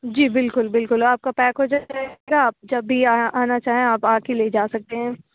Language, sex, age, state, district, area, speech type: Urdu, female, 18-30, Uttar Pradesh, Aligarh, urban, conversation